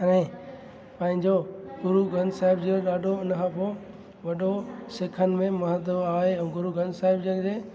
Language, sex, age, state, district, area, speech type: Sindhi, male, 30-45, Gujarat, Junagadh, urban, spontaneous